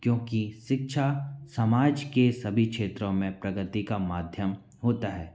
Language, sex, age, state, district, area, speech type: Hindi, male, 45-60, Madhya Pradesh, Bhopal, urban, spontaneous